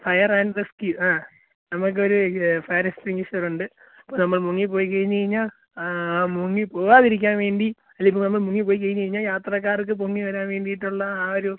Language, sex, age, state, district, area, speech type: Malayalam, male, 18-30, Kerala, Alappuzha, rural, conversation